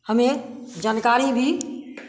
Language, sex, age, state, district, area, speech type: Hindi, female, 45-60, Bihar, Samastipur, rural, spontaneous